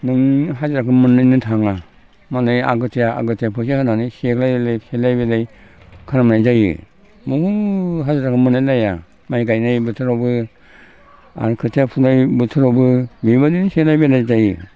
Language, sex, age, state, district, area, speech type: Bodo, male, 60+, Assam, Udalguri, rural, spontaneous